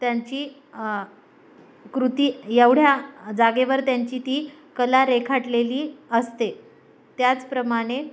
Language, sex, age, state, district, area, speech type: Marathi, female, 45-60, Maharashtra, Nanded, rural, spontaneous